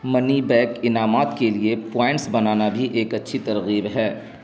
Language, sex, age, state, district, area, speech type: Urdu, male, 30-45, Bihar, Darbhanga, rural, read